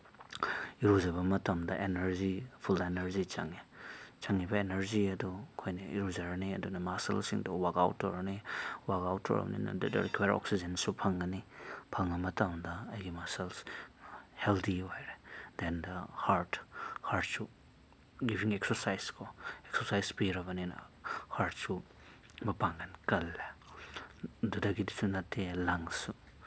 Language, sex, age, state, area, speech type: Manipuri, male, 30-45, Manipur, urban, spontaneous